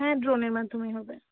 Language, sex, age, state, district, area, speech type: Bengali, female, 18-30, West Bengal, Uttar Dinajpur, rural, conversation